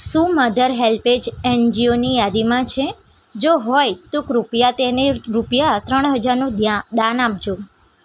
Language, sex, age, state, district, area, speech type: Gujarati, female, 18-30, Gujarat, Ahmedabad, urban, read